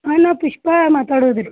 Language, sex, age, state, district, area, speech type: Kannada, female, 60+, Karnataka, Belgaum, rural, conversation